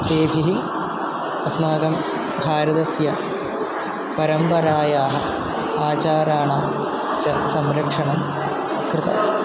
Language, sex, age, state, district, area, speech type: Sanskrit, male, 18-30, Kerala, Thrissur, rural, spontaneous